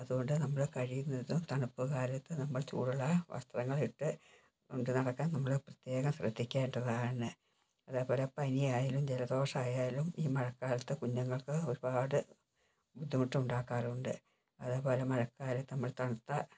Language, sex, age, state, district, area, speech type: Malayalam, female, 60+, Kerala, Wayanad, rural, spontaneous